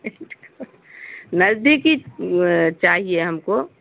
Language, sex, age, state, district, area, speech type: Urdu, female, 60+, Bihar, Khagaria, rural, conversation